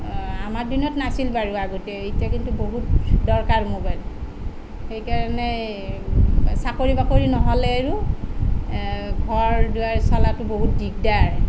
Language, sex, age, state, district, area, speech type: Assamese, female, 30-45, Assam, Sonitpur, rural, spontaneous